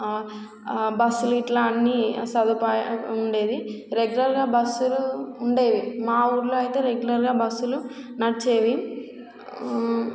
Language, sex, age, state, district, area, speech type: Telugu, female, 18-30, Telangana, Warangal, rural, spontaneous